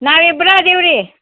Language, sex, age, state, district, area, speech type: Kannada, female, 60+, Karnataka, Belgaum, rural, conversation